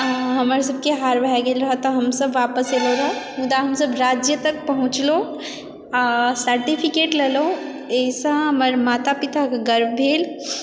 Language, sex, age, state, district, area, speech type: Maithili, female, 18-30, Bihar, Supaul, rural, spontaneous